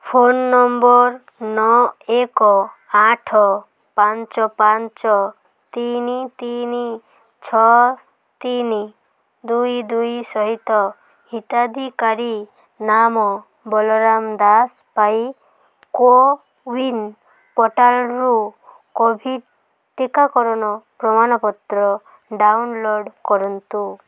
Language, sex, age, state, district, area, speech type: Odia, female, 18-30, Odisha, Malkangiri, urban, read